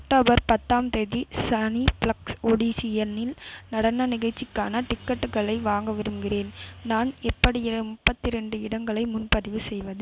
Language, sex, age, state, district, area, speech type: Tamil, female, 18-30, Tamil Nadu, Vellore, urban, read